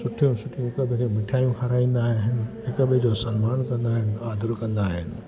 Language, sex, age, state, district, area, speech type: Sindhi, male, 60+, Gujarat, Junagadh, rural, spontaneous